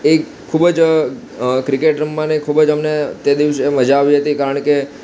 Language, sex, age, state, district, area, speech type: Gujarati, male, 18-30, Gujarat, Ahmedabad, urban, spontaneous